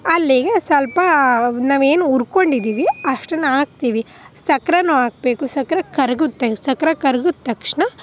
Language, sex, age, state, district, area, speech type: Kannada, female, 18-30, Karnataka, Chamarajanagar, rural, spontaneous